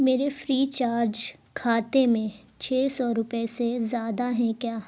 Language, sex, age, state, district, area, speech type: Urdu, female, 45-60, Uttar Pradesh, Lucknow, urban, read